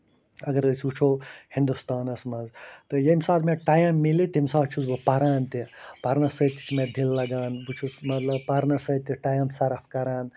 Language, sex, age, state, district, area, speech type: Kashmiri, male, 45-60, Jammu and Kashmir, Ganderbal, rural, spontaneous